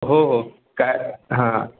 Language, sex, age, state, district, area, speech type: Marathi, male, 18-30, Maharashtra, Ratnagiri, rural, conversation